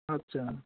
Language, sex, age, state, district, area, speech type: Bengali, male, 45-60, West Bengal, Cooch Behar, urban, conversation